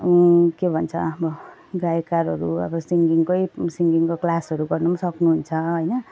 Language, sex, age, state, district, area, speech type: Nepali, female, 45-60, West Bengal, Jalpaiguri, urban, spontaneous